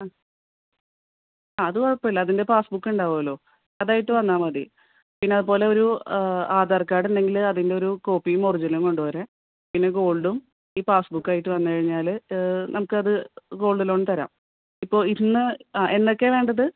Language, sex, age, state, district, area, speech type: Malayalam, female, 30-45, Kerala, Thrissur, urban, conversation